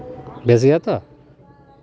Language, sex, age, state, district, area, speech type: Santali, male, 45-60, West Bengal, Paschim Bardhaman, urban, spontaneous